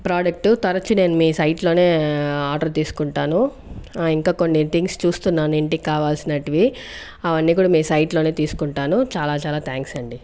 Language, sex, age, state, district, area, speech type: Telugu, female, 18-30, Andhra Pradesh, Chittoor, urban, spontaneous